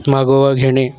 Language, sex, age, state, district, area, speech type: Marathi, male, 30-45, Maharashtra, Nagpur, rural, read